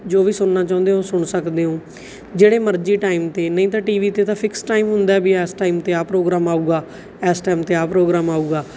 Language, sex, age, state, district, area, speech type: Punjabi, female, 30-45, Punjab, Bathinda, urban, spontaneous